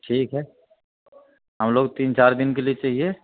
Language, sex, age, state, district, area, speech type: Urdu, male, 30-45, Uttar Pradesh, Gautam Buddha Nagar, urban, conversation